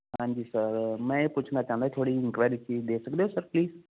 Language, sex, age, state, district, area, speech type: Punjabi, male, 30-45, Punjab, Fazilka, rural, conversation